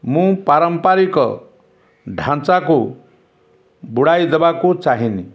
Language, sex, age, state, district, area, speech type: Odia, male, 60+, Odisha, Ganjam, urban, spontaneous